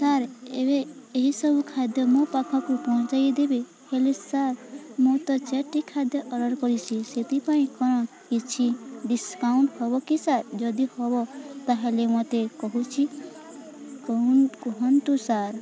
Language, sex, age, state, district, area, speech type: Odia, female, 18-30, Odisha, Balangir, urban, spontaneous